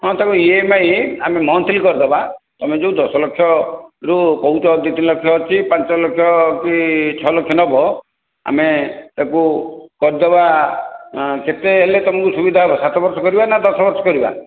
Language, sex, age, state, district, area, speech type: Odia, male, 60+, Odisha, Khordha, rural, conversation